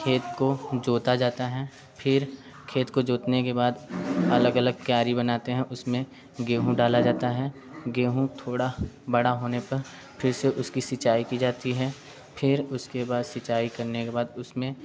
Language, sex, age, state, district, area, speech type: Hindi, male, 18-30, Uttar Pradesh, Prayagraj, urban, spontaneous